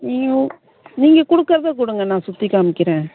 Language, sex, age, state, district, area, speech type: Tamil, female, 45-60, Tamil Nadu, Ariyalur, rural, conversation